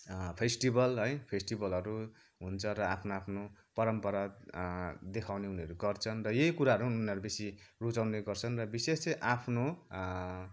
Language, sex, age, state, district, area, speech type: Nepali, male, 30-45, West Bengal, Kalimpong, rural, spontaneous